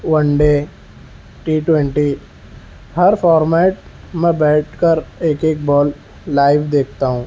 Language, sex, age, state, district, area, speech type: Urdu, male, 18-30, Maharashtra, Nashik, urban, spontaneous